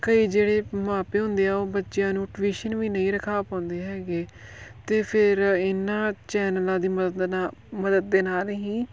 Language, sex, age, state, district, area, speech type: Punjabi, male, 18-30, Punjab, Tarn Taran, rural, spontaneous